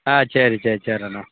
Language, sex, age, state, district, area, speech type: Tamil, male, 45-60, Tamil Nadu, Theni, rural, conversation